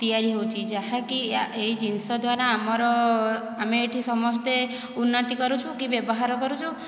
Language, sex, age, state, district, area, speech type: Odia, female, 60+, Odisha, Dhenkanal, rural, spontaneous